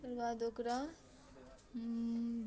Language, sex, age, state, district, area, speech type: Maithili, female, 18-30, Bihar, Madhubani, rural, spontaneous